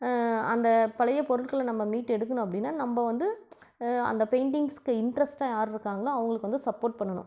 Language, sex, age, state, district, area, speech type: Tamil, female, 45-60, Tamil Nadu, Namakkal, rural, spontaneous